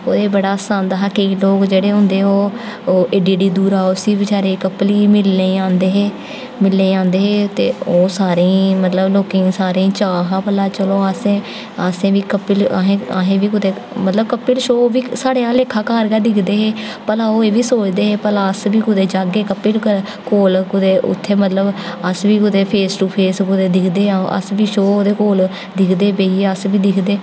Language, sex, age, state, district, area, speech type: Dogri, female, 18-30, Jammu and Kashmir, Jammu, urban, spontaneous